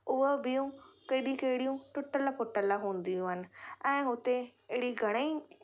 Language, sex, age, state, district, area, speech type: Sindhi, female, 30-45, Rajasthan, Ajmer, urban, spontaneous